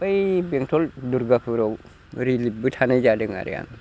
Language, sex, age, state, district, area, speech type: Bodo, male, 60+, Assam, Chirang, rural, spontaneous